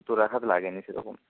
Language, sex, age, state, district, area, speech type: Bengali, male, 18-30, West Bengal, Purba Medinipur, rural, conversation